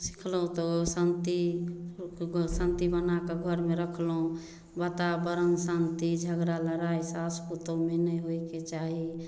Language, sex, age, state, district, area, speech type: Maithili, female, 45-60, Bihar, Samastipur, rural, spontaneous